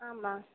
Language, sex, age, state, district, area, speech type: Tamil, female, 18-30, Tamil Nadu, Sivaganga, rural, conversation